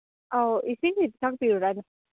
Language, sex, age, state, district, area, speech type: Manipuri, female, 18-30, Manipur, Kangpokpi, urban, conversation